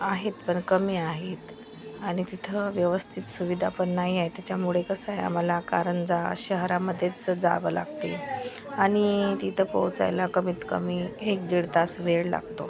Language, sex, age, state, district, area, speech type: Marathi, female, 45-60, Maharashtra, Washim, rural, spontaneous